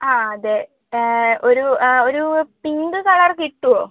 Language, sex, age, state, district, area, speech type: Malayalam, female, 30-45, Kerala, Wayanad, rural, conversation